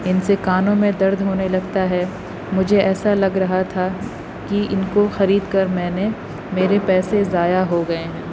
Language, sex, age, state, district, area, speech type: Urdu, female, 30-45, Uttar Pradesh, Aligarh, urban, spontaneous